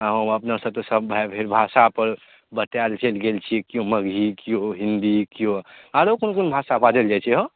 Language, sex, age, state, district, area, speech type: Maithili, male, 18-30, Bihar, Saharsa, rural, conversation